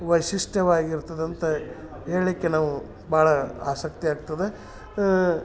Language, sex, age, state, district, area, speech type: Kannada, male, 45-60, Karnataka, Dharwad, rural, spontaneous